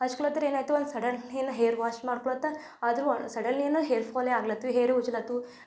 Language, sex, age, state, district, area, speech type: Kannada, female, 18-30, Karnataka, Bidar, urban, spontaneous